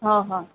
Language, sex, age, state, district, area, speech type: Odia, female, 18-30, Odisha, Sambalpur, rural, conversation